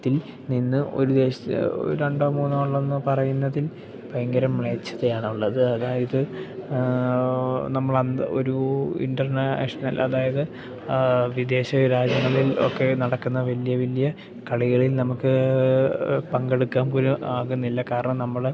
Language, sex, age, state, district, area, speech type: Malayalam, male, 18-30, Kerala, Idukki, rural, spontaneous